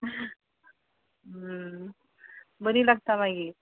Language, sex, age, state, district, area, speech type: Goan Konkani, female, 45-60, Goa, Ponda, rural, conversation